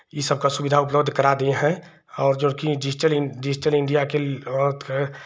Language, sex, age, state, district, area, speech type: Hindi, male, 30-45, Uttar Pradesh, Chandauli, urban, spontaneous